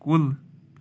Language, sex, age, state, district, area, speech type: Kashmiri, male, 18-30, Jammu and Kashmir, Ganderbal, rural, read